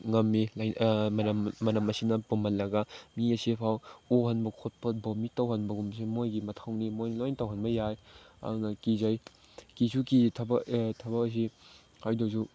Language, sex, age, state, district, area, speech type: Manipuri, male, 18-30, Manipur, Chandel, rural, spontaneous